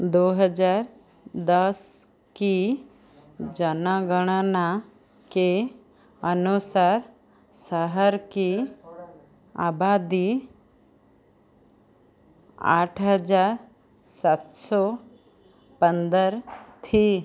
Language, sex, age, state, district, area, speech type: Hindi, female, 45-60, Madhya Pradesh, Chhindwara, rural, read